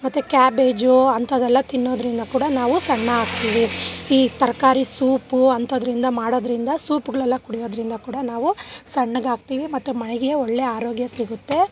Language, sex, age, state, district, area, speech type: Kannada, female, 30-45, Karnataka, Bangalore Urban, urban, spontaneous